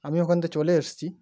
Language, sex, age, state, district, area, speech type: Bengali, male, 18-30, West Bengal, Howrah, urban, spontaneous